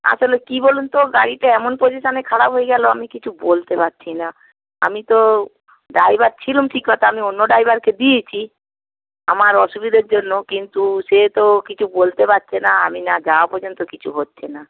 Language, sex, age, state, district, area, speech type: Bengali, female, 45-60, West Bengal, Hooghly, rural, conversation